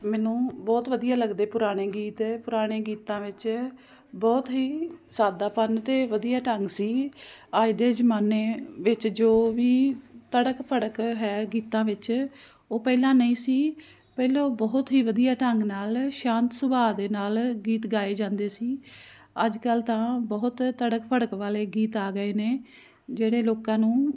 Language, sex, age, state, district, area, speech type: Punjabi, female, 45-60, Punjab, Jalandhar, urban, spontaneous